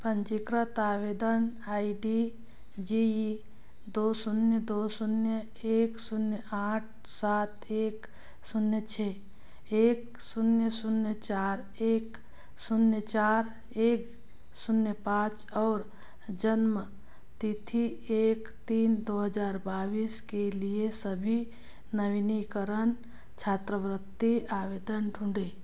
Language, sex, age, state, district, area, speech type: Hindi, female, 30-45, Madhya Pradesh, Betul, rural, read